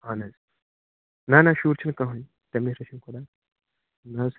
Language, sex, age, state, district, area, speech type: Kashmiri, male, 45-60, Jammu and Kashmir, Budgam, urban, conversation